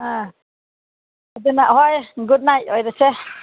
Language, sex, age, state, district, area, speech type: Manipuri, female, 60+, Manipur, Senapati, rural, conversation